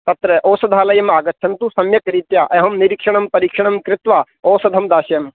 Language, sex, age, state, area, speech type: Sanskrit, male, 30-45, Rajasthan, urban, conversation